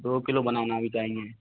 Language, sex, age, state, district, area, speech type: Hindi, male, 18-30, Rajasthan, Karauli, rural, conversation